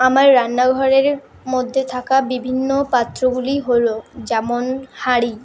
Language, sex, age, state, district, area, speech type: Bengali, female, 18-30, West Bengal, Paschim Bardhaman, urban, spontaneous